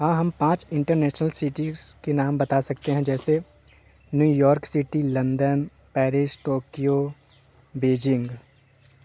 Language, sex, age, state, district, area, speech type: Hindi, male, 18-30, Uttar Pradesh, Jaunpur, rural, spontaneous